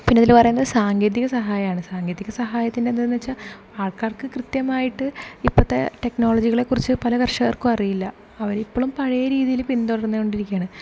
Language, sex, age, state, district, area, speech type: Malayalam, female, 18-30, Kerala, Thrissur, urban, spontaneous